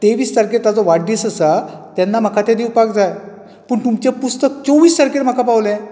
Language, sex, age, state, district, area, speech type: Goan Konkani, male, 45-60, Goa, Bardez, rural, spontaneous